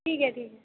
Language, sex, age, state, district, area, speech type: Dogri, female, 18-30, Jammu and Kashmir, Kathua, rural, conversation